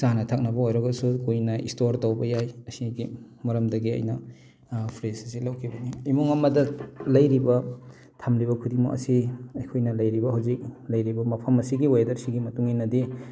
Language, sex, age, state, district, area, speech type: Manipuri, male, 30-45, Manipur, Thoubal, rural, spontaneous